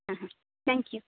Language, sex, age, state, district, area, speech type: Kannada, female, 30-45, Karnataka, Uttara Kannada, rural, conversation